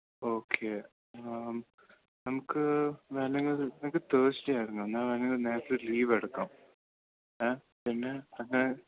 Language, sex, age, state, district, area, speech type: Malayalam, male, 18-30, Kerala, Idukki, rural, conversation